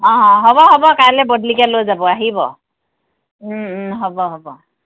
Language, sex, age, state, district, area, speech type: Assamese, female, 45-60, Assam, Jorhat, urban, conversation